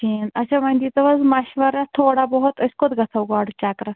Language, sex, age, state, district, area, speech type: Kashmiri, female, 30-45, Jammu and Kashmir, Srinagar, urban, conversation